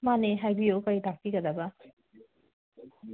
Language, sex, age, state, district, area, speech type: Manipuri, female, 45-60, Manipur, Imphal West, urban, conversation